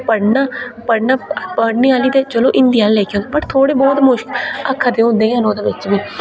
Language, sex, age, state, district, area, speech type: Dogri, female, 18-30, Jammu and Kashmir, Reasi, rural, spontaneous